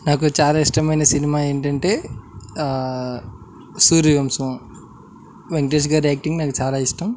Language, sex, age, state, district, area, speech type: Telugu, male, 18-30, Andhra Pradesh, Krishna, rural, spontaneous